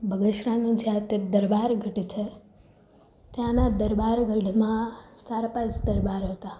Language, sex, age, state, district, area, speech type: Gujarati, female, 18-30, Gujarat, Rajkot, urban, spontaneous